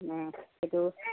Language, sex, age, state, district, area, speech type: Assamese, female, 60+, Assam, Golaghat, rural, conversation